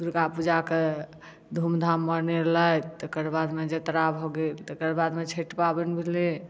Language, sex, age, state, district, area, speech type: Maithili, female, 60+, Bihar, Madhubani, urban, spontaneous